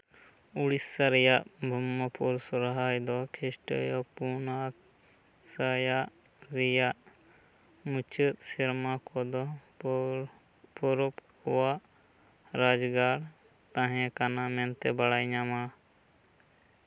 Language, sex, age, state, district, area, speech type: Santali, male, 18-30, West Bengal, Purba Bardhaman, rural, read